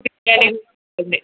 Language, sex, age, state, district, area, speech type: Telugu, female, 18-30, Andhra Pradesh, Visakhapatnam, urban, conversation